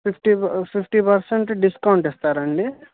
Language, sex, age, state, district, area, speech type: Telugu, male, 18-30, Andhra Pradesh, Bapatla, urban, conversation